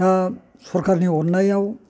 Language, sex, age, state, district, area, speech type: Bodo, male, 60+, Assam, Chirang, rural, spontaneous